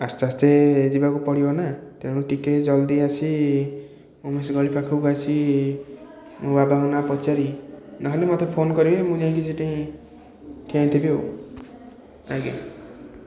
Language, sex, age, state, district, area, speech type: Odia, male, 30-45, Odisha, Puri, urban, spontaneous